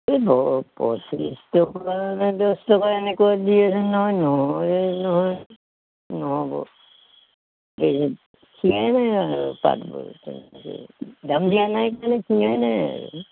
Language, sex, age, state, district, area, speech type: Assamese, male, 60+, Assam, Golaghat, rural, conversation